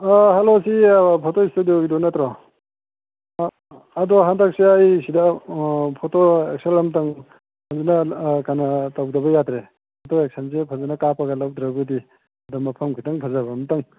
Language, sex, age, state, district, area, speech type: Manipuri, male, 45-60, Manipur, Bishnupur, rural, conversation